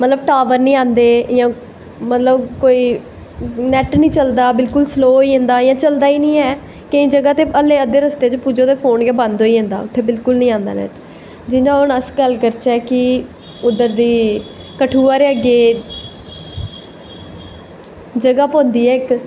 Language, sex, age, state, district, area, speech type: Dogri, female, 18-30, Jammu and Kashmir, Jammu, urban, spontaneous